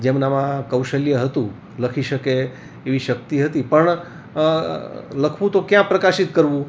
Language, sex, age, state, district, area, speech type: Gujarati, male, 60+, Gujarat, Rajkot, urban, spontaneous